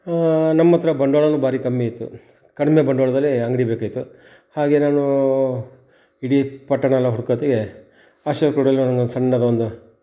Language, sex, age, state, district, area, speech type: Kannada, male, 45-60, Karnataka, Shimoga, rural, spontaneous